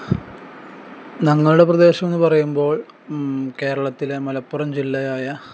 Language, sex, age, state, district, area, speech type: Malayalam, male, 18-30, Kerala, Kozhikode, rural, spontaneous